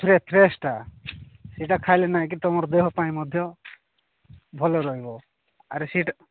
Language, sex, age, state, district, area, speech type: Odia, male, 45-60, Odisha, Nabarangpur, rural, conversation